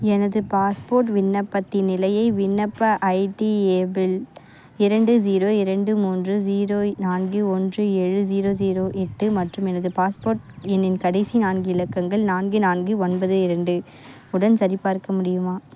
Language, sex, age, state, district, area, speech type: Tamil, female, 18-30, Tamil Nadu, Vellore, urban, read